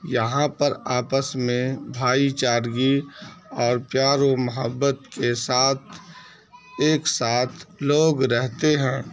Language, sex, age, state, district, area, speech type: Urdu, male, 30-45, Bihar, Saharsa, rural, spontaneous